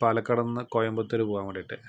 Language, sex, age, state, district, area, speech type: Malayalam, male, 45-60, Kerala, Palakkad, rural, spontaneous